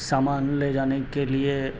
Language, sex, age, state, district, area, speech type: Urdu, male, 30-45, Delhi, South Delhi, urban, spontaneous